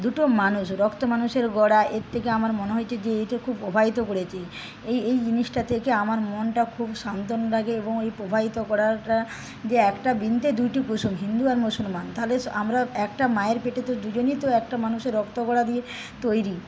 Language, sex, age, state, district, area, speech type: Bengali, female, 30-45, West Bengal, Paschim Medinipur, rural, spontaneous